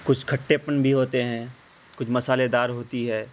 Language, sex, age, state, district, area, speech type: Urdu, male, 18-30, Bihar, Araria, rural, spontaneous